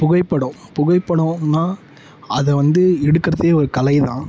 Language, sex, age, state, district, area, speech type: Tamil, male, 30-45, Tamil Nadu, Tiruvannamalai, rural, spontaneous